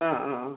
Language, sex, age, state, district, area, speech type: Malayalam, female, 30-45, Kerala, Malappuram, rural, conversation